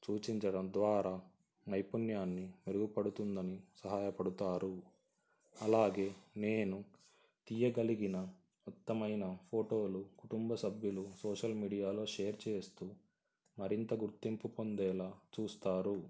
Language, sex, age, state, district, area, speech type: Telugu, male, 18-30, Andhra Pradesh, Sri Satya Sai, urban, spontaneous